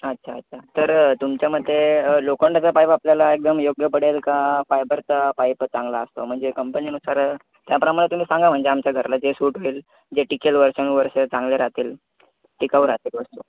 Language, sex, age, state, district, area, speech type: Marathi, male, 18-30, Maharashtra, Thane, urban, conversation